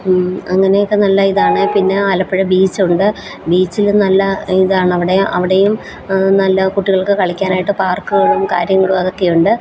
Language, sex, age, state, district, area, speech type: Malayalam, female, 30-45, Kerala, Alappuzha, rural, spontaneous